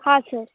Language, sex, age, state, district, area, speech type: Kannada, female, 18-30, Karnataka, Uttara Kannada, rural, conversation